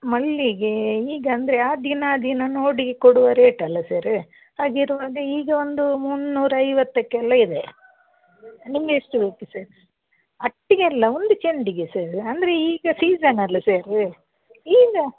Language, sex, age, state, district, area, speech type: Kannada, female, 60+, Karnataka, Dakshina Kannada, rural, conversation